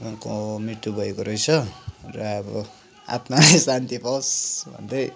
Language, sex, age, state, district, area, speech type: Nepali, male, 30-45, West Bengal, Kalimpong, rural, spontaneous